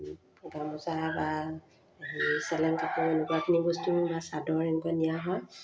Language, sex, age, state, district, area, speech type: Assamese, female, 30-45, Assam, Majuli, urban, spontaneous